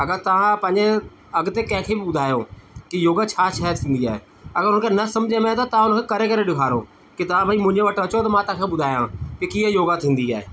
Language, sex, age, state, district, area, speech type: Sindhi, male, 45-60, Delhi, South Delhi, urban, spontaneous